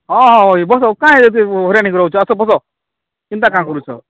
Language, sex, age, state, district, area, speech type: Odia, male, 45-60, Odisha, Kalahandi, rural, conversation